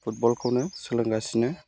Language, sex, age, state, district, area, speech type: Bodo, male, 18-30, Assam, Udalguri, urban, spontaneous